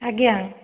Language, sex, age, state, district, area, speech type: Odia, female, 45-60, Odisha, Dhenkanal, rural, conversation